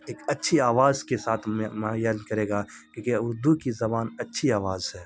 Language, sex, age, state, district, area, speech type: Urdu, male, 30-45, Bihar, Supaul, rural, spontaneous